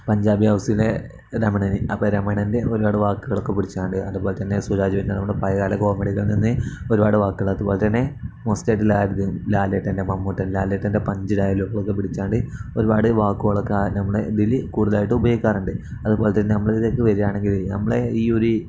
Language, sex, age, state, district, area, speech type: Malayalam, male, 18-30, Kerala, Kozhikode, rural, spontaneous